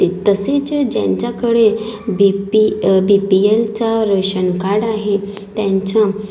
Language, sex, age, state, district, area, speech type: Marathi, female, 18-30, Maharashtra, Nagpur, urban, spontaneous